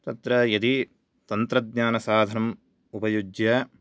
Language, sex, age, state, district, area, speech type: Sanskrit, male, 18-30, Karnataka, Chikkamagaluru, urban, spontaneous